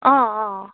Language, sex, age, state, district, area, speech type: Assamese, female, 18-30, Assam, Goalpara, urban, conversation